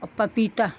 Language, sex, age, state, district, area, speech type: Hindi, female, 60+, Uttar Pradesh, Pratapgarh, rural, spontaneous